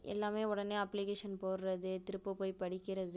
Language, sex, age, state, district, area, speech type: Tamil, female, 30-45, Tamil Nadu, Nagapattinam, rural, spontaneous